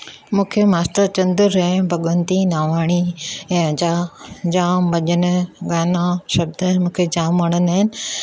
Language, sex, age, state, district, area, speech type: Sindhi, female, 60+, Maharashtra, Thane, urban, spontaneous